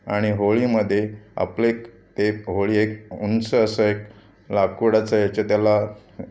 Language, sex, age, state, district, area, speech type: Marathi, male, 45-60, Maharashtra, Raigad, rural, spontaneous